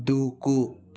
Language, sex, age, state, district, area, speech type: Telugu, male, 45-60, Andhra Pradesh, Chittoor, rural, read